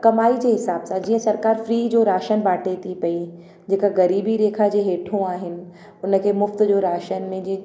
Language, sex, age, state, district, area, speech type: Sindhi, female, 30-45, Uttar Pradesh, Lucknow, urban, spontaneous